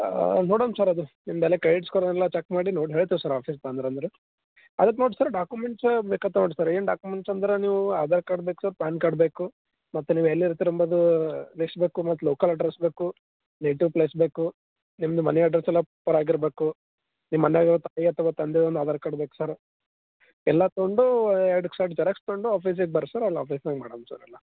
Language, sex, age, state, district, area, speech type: Kannada, male, 18-30, Karnataka, Gulbarga, urban, conversation